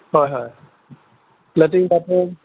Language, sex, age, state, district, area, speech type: Assamese, male, 18-30, Assam, Sonitpur, rural, conversation